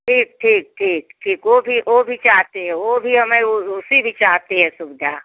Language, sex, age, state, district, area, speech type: Hindi, female, 60+, Uttar Pradesh, Jaunpur, rural, conversation